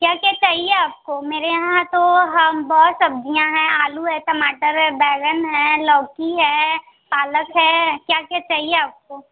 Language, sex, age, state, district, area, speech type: Hindi, female, 30-45, Uttar Pradesh, Mirzapur, rural, conversation